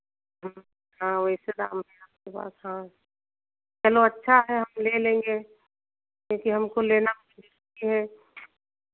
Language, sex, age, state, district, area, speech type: Hindi, female, 60+, Uttar Pradesh, Sitapur, rural, conversation